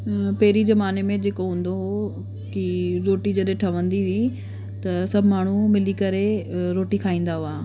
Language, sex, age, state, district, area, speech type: Sindhi, female, 30-45, Delhi, South Delhi, urban, spontaneous